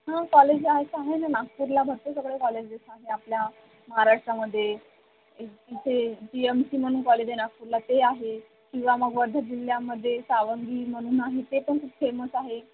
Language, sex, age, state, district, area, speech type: Marathi, female, 18-30, Maharashtra, Wardha, rural, conversation